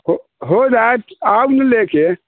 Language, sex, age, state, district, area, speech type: Maithili, male, 60+, Bihar, Sitamarhi, rural, conversation